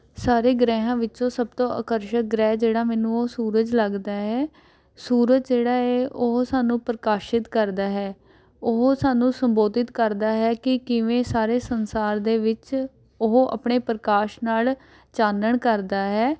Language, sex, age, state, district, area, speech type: Punjabi, female, 18-30, Punjab, Rupnagar, urban, spontaneous